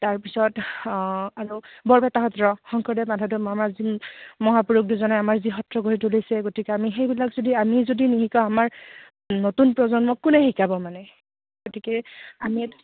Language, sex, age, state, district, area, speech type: Assamese, female, 30-45, Assam, Goalpara, urban, conversation